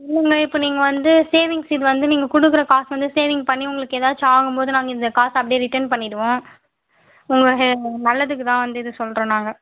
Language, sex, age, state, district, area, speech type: Tamil, female, 18-30, Tamil Nadu, Vellore, urban, conversation